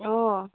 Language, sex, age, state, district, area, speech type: Assamese, female, 30-45, Assam, Sivasagar, rural, conversation